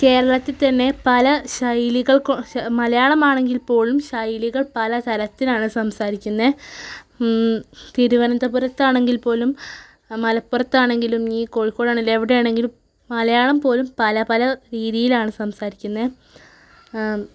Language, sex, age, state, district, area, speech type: Malayalam, female, 18-30, Kerala, Malappuram, rural, spontaneous